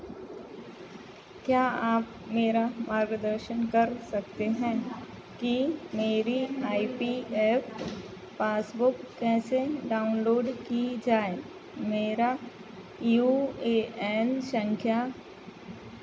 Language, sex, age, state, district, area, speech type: Hindi, female, 18-30, Madhya Pradesh, Narsinghpur, rural, read